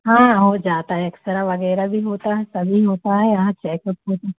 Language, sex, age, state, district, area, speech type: Hindi, female, 30-45, Madhya Pradesh, Seoni, urban, conversation